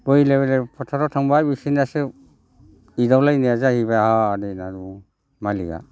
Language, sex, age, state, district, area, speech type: Bodo, male, 60+, Assam, Udalguri, rural, spontaneous